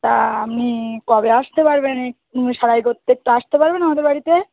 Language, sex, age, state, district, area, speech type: Bengali, female, 30-45, West Bengal, Birbhum, urban, conversation